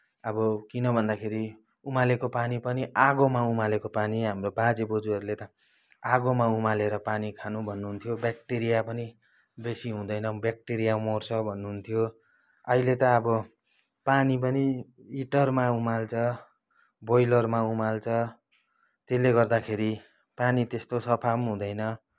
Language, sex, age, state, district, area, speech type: Nepali, male, 30-45, West Bengal, Kalimpong, rural, spontaneous